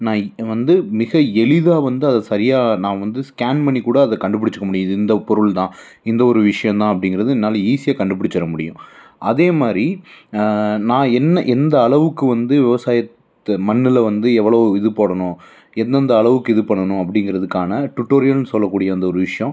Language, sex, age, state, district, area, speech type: Tamil, male, 30-45, Tamil Nadu, Coimbatore, urban, spontaneous